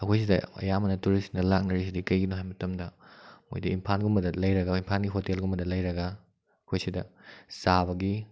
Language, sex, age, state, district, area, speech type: Manipuri, male, 18-30, Manipur, Kakching, rural, spontaneous